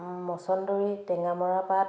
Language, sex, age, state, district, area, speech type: Assamese, female, 30-45, Assam, Dhemaji, urban, spontaneous